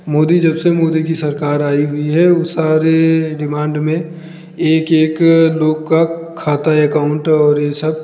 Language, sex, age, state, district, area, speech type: Hindi, male, 45-60, Uttar Pradesh, Lucknow, rural, spontaneous